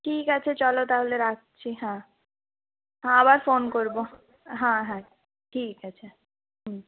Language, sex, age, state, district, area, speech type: Bengali, female, 30-45, West Bengal, Purulia, urban, conversation